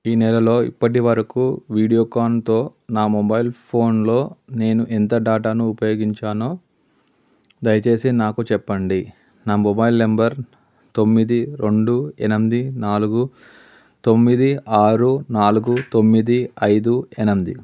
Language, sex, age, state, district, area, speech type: Telugu, male, 30-45, Telangana, Yadadri Bhuvanagiri, rural, read